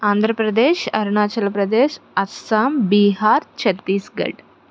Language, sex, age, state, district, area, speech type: Telugu, female, 30-45, Andhra Pradesh, Guntur, rural, spontaneous